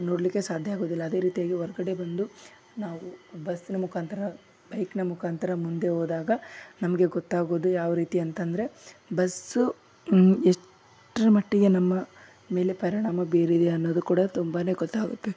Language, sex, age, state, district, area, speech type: Kannada, male, 18-30, Karnataka, Koppal, urban, spontaneous